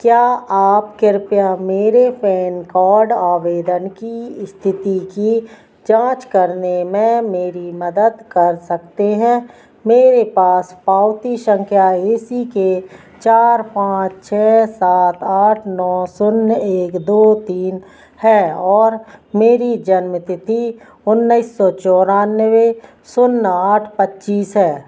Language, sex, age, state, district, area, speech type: Hindi, female, 45-60, Madhya Pradesh, Narsinghpur, rural, read